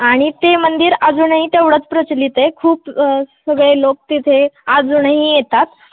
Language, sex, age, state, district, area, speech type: Marathi, female, 18-30, Maharashtra, Osmanabad, rural, conversation